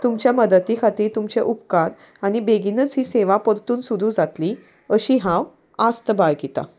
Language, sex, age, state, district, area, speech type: Goan Konkani, female, 30-45, Goa, Salcete, rural, spontaneous